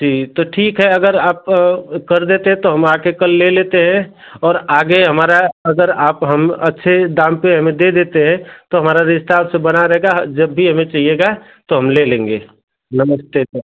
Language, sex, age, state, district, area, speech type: Hindi, male, 30-45, Uttar Pradesh, Ghazipur, rural, conversation